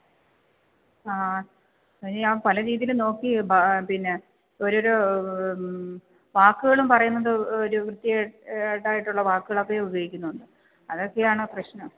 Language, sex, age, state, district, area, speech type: Malayalam, female, 30-45, Kerala, Kollam, rural, conversation